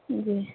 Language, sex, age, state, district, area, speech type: Urdu, female, 30-45, Telangana, Hyderabad, urban, conversation